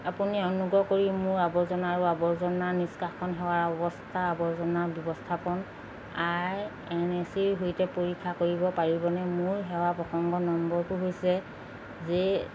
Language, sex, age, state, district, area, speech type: Assamese, female, 45-60, Assam, Golaghat, urban, read